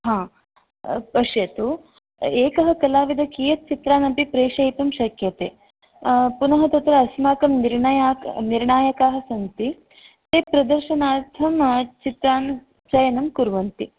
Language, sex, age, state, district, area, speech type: Sanskrit, female, 18-30, Karnataka, Udupi, urban, conversation